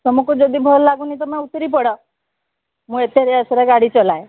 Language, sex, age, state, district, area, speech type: Odia, female, 30-45, Odisha, Sambalpur, rural, conversation